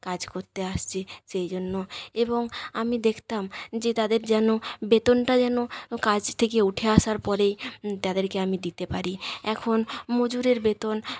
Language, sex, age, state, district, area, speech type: Bengali, female, 30-45, West Bengal, Jhargram, rural, spontaneous